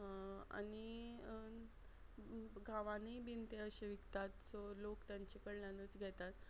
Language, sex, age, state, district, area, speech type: Goan Konkani, female, 30-45, Goa, Quepem, rural, spontaneous